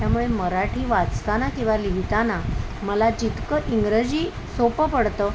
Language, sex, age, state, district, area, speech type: Marathi, female, 30-45, Maharashtra, Palghar, urban, spontaneous